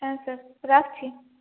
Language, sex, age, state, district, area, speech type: Bengali, female, 18-30, West Bengal, Purulia, urban, conversation